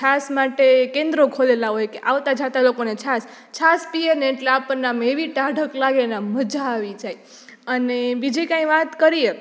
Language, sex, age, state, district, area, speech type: Gujarati, female, 18-30, Gujarat, Rajkot, urban, spontaneous